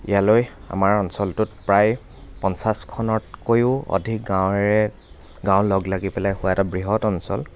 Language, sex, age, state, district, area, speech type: Assamese, male, 30-45, Assam, Dibrugarh, rural, spontaneous